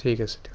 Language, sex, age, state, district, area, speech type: Assamese, male, 18-30, Assam, Sonitpur, rural, spontaneous